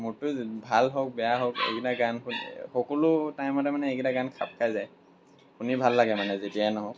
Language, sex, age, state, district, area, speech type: Assamese, male, 18-30, Assam, Lakhimpur, rural, spontaneous